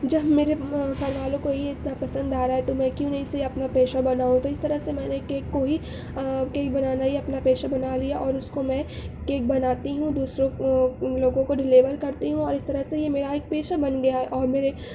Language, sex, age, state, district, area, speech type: Urdu, female, 18-30, Uttar Pradesh, Mau, urban, spontaneous